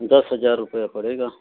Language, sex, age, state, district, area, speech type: Hindi, male, 30-45, Uttar Pradesh, Prayagraj, rural, conversation